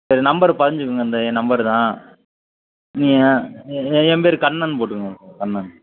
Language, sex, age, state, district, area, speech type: Tamil, male, 30-45, Tamil Nadu, Madurai, urban, conversation